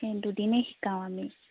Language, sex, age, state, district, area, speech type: Assamese, female, 30-45, Assam, Biswanath, rural, conversation